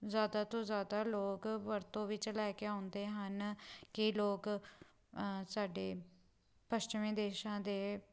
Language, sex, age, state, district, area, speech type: Punjabi, female, 18-30, Punjab, Pathankot, rural, spontaneous